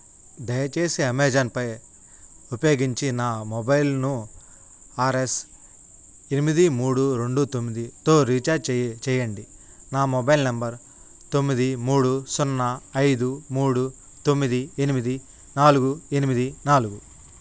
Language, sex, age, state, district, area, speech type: Telugu, male, 18-30, Andhra Pradesh, Nellore, rural, read